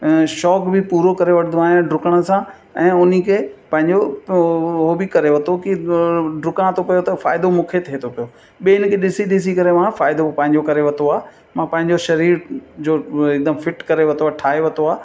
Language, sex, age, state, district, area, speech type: Sindhi, male, 60+, Uttar Pradesh, Lucknow, urban, spontaneous